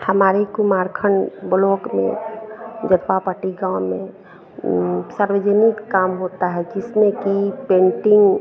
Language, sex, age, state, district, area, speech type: Hindi, female, 45-60, Bihar, Madhepura, rural, spontaneous